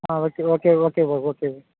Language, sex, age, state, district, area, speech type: Telugu, male, 18-30, Telangana, Khammam, urban, conversation